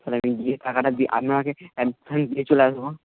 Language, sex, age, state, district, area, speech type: Bengali, male, 18-30, West Bengal, Nadia, rural, conversation